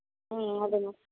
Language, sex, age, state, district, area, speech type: Telugu, female, 45-60, Telangana, Jagtial, rural, conversation